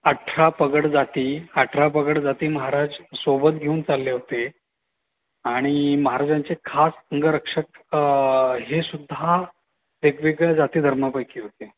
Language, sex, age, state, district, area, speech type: Marathi, male, 30-45, Maharashtra, Ahmednagar, urban, conversation